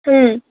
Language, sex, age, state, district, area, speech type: Bengali, female, 18-30, West Bengal, Darjeeling, urban, conversation